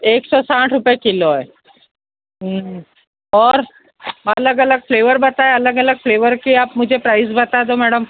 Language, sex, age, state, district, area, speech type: Hindi, female, 45-60, Rajasthan, Jodhpur, urban, conversation